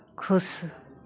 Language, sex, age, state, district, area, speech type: Hindi, female, 45-60, Bihar, Vaishali, rural, read